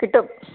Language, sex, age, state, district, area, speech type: Malayalam, female, 45-60, Kerala, Kottayam, rural, conversation